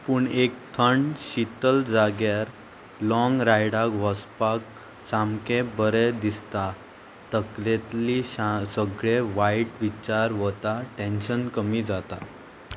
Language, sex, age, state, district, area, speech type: Goan Konkani, female, 18-30, Goa, Murmgao, urban, spontaneous